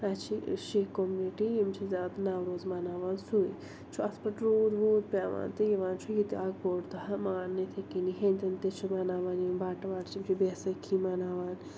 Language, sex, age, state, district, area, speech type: Kashmiri, female, 45-60, Jammu and Kashmir, Srinagar, urban, spontaneous